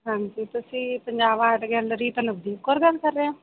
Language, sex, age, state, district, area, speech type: Punjabi, female, 30-45, Punjab, Mansa, urban, conversation